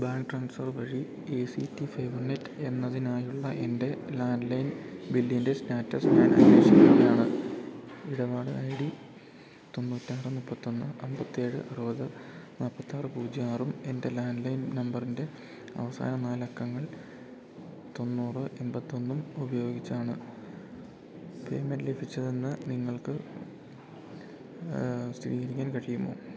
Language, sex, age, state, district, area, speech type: Malayalam, male, 18-30, Kerala, Idukki, rural, read